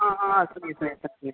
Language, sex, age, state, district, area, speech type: Hindi, male, 18-30, Madhya Pradesh, Betul, urban, conversation